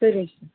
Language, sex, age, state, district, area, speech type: Tamil, female, 45-60, Tamil Nadu, Krishnagiri, rural, conversation